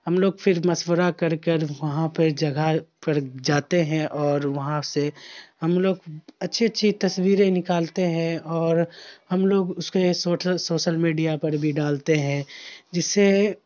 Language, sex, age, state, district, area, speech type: Urdu, male, 18-30, Bihar, Khagaria, rural, spontaneous